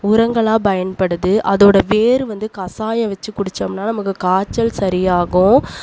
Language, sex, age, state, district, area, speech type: Tamil, female, 30-45, Tamil Nadu, Coimbatore, rural, spontaneous